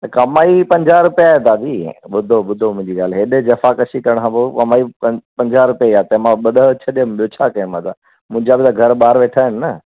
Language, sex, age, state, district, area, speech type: Sindhi, male, 45-60, Gujarat, Kutch, urban, conversation